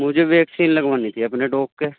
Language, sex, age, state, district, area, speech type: Urdu, male, 18-30, Uttar Pradesh, Muzaffarnagar, urban, conversation